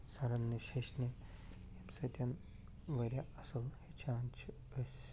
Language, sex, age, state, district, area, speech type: Kashmiri, male, 18-30, Jammu and Kashmir, Ganderbal, rural, spontaneous